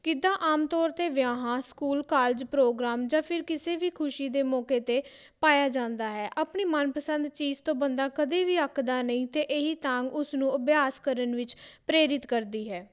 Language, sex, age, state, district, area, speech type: Punjabi, female, 18-30, Punjab, Patiala, rural, spontaneous